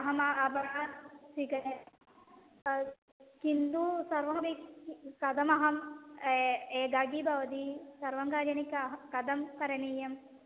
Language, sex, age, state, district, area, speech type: Sanskrit, female, 18-30, Kerala, Malappuram, urban, conversation